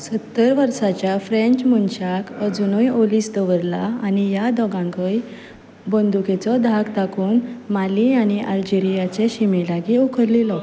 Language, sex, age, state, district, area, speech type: Goan Konkani, female, 30-45, Goa, Ponda, rural, read